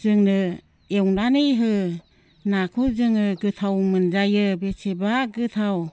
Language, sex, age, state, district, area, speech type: Bodo, female, 60+, Assam, Baksa, rural, spontaneous